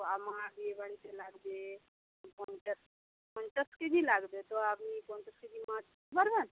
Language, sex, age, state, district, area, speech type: Bengali, female, 60+, West Bengal, Paschim Medinipur, rural, conversation